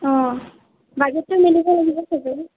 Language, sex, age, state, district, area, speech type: Assamese, female, 60+, Assam, Nagaon, rural, conversation